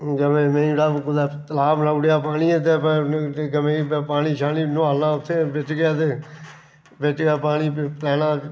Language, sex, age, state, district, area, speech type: Dogri, male, 45-60, Jammu and Kashmir, Reasi, rural, spontaneous